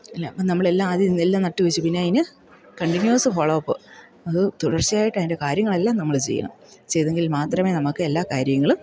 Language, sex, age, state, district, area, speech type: Malayalam, female, 30-45, Kerala, Idukki, rural, spontaneous